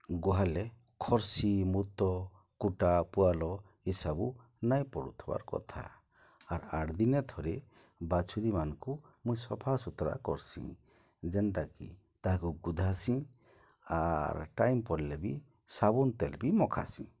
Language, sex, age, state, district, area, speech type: Odia, male, 60+, Odisha, Boudh, rural, spontaneous